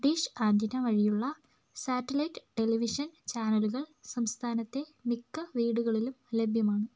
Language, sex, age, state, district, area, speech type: Malayalam, female, 30-45, Kerala, Kozhikode, urban, read